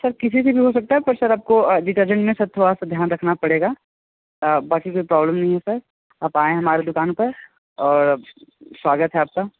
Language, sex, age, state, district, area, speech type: Hindi, male, 18-30, Uttar Pradesh, Sonbhadra, rural, conversation